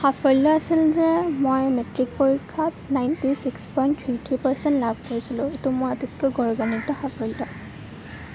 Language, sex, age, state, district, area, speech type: Assamese, female, 18-30, Assam, Kamrup Metropolitan, rural, spontaneous